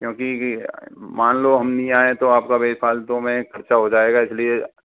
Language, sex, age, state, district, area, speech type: Hindi, male, 18-30, Rajasthan, Karauli, rural, conversation